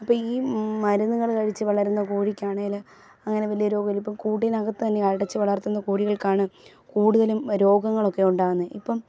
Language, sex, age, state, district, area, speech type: Malayalam, female, 18-30, Kerala, Pathanamthitta, rural, spontaneous